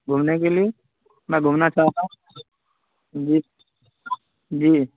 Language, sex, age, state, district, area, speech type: Urdu, male, 18-30, Bihar, Purnia, rural, conversation